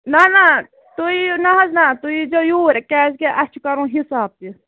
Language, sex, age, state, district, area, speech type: Kashmiri, female, 45-60, Jammu and Kashmir, Ganderbal, rural, conversation